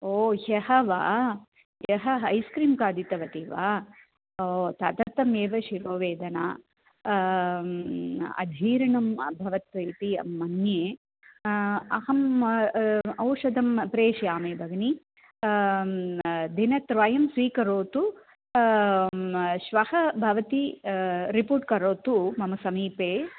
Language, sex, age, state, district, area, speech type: Sanskrit, female, 45-60, Tamil Nadu, Coimbatore, urban, conversation